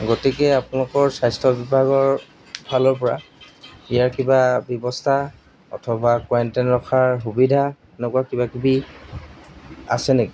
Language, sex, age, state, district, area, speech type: Assamese, male, 30-45, Assam, Golaghat, urban, spontaneous